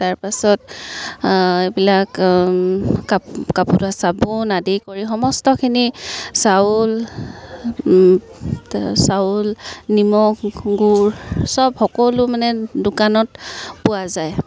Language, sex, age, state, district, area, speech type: Assamese, female, 30-45, Assam, Sivasagar, rural, spontaneous